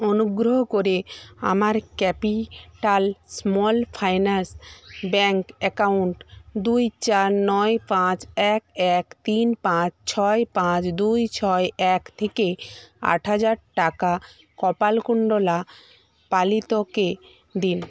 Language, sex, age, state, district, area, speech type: Bengali, female, 60+, West Bengal, Paschim Medinipur, rural, read